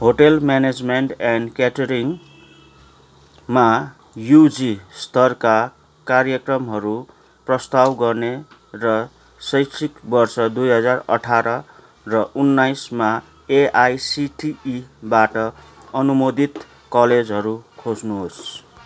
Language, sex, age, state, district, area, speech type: Nepali, male, 45-60, West Bengal, Kalimpong, rural, read